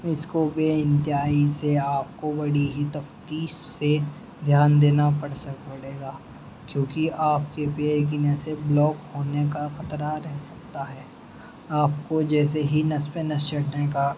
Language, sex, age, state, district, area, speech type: Urdu, male, 18-30, Uttar Pradesh, Muzaffarnagar, rural, spontaneous